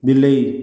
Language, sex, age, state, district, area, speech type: Odia, male, 18-30, Odisha, Khordha, rural, read